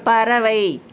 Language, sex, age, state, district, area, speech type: Tamil, female, 60+, Tamil Nadu, Dharmapuri, urban, read